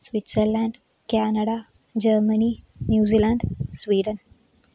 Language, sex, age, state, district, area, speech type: Malayalam, female, 18-30, Kerala, Pathanamthitta, urban, spontaneous